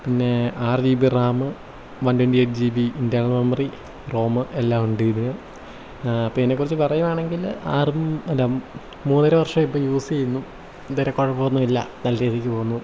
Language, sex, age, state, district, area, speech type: Malayalam, male, 18-30, Kerala, Kottayam, rural, spontaneous